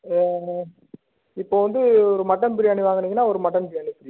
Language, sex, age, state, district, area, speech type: Tamil, male, 30-45, Tamil Nadu, Cuddalore, rural, conversation